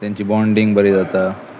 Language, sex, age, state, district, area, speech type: Goan Konkani, male, 18-30, Goa, Pernem, rural, spontaneous